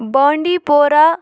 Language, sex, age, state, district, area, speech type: Kashmiri, female, 45-60, Jammu and Kashmir, Bandipora, rural, spontaneous